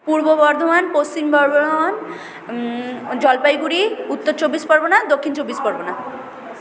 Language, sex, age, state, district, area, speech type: Bengali, female, 18-30, West Bengal, Purba Bardhaman, urban, spontaneous